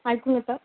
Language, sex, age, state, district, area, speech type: Goan Konkani, female, 18-30, Goa, Tiswadi, rural, conversation